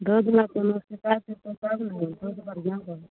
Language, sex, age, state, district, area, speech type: Maithili, female, 60+, Bihar, Araria, rural, conversation